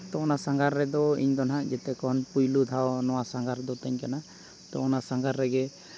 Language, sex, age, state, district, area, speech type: Santali, male, 30-45, Jharkhand, Seraikela Kharsawan, rural, spontaneous